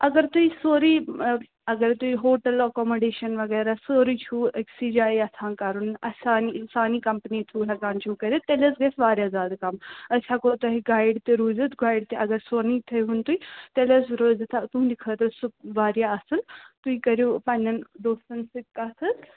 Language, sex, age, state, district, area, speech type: Kashmiri, male, 18-30, Jammu and Kashmir, Srinagar, urban, conversation